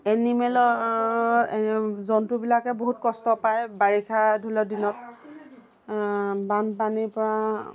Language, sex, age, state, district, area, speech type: Assamese, female, 45-60, Assam, Golaghat, rural, spontaneous